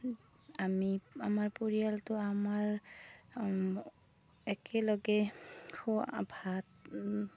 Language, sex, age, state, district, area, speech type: Assamese, female, 30-45, Assam, Darrang, rural, spontaneous